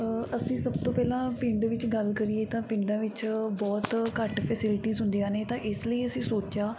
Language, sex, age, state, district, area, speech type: Punjabi, female, 18-30, Punjab, Mansa, urban, spontaneous